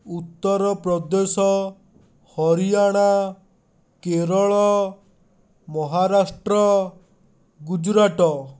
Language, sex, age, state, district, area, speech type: Odia, male, 30-45, Odisha, Bhadrak, rural, spontaneous